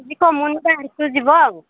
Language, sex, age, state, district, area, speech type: Odia, female, 60+, Odisha, Angul, rural, conversation